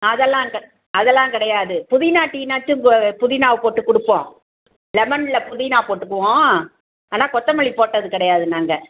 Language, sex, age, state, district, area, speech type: Tamil, female, 60+, Tamil Nadu, Tiruchirappalli, rural, conversation